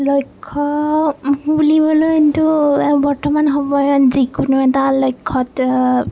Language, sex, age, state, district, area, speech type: Assamese, female, 30-45, Assam, Nagaon, rural, spontaneous